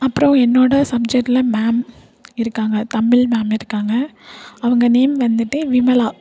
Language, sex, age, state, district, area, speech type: Tamil, female, 18-30, Tamil Nadu, Thanjavur, urban, spontaneous